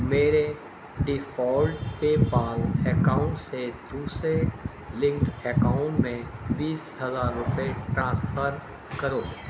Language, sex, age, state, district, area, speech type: Urdu, male, 60+, Delhi, Central Delhi, urban, read